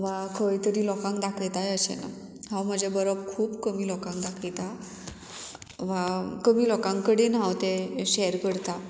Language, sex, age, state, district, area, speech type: Goan Konkani, female, 18-30, Goa, Murmgao, urban, spontaneous